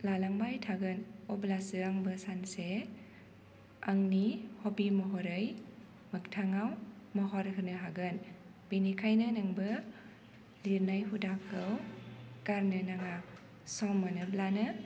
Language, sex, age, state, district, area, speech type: Bodo, female, 18-30, Assam, Baksa, rural, spontaneous